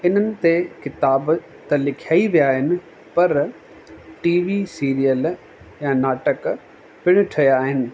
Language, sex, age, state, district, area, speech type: Sindhi, male, 30-45, Rajasthan, Ajmer, urban, spontaneous